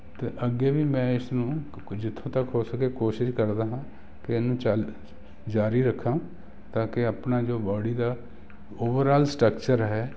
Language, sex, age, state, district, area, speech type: Punjabi, male, 60+, Punjab, Jalandhar, urban, spontaneous